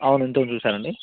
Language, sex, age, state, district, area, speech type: Telugu, male, 45-60, Telangana, Peddapalli, urban, conversation